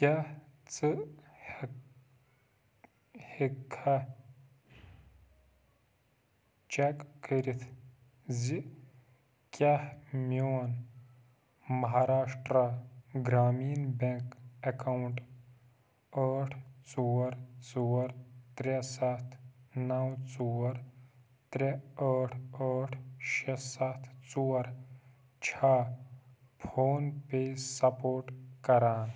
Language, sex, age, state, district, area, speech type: Kashmiri, male, 30-45, Jammu and Kashmir, Pulwama, rural, read